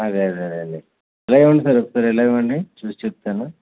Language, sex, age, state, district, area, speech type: Telugu, male, 60+, Andhra Pradesh, West Godavari, rural, conversation